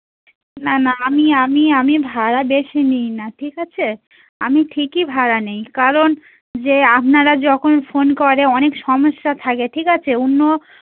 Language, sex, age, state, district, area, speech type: Bengali, female, 30-45, West Bengal, Dakshin Dinajpur, urban, conversation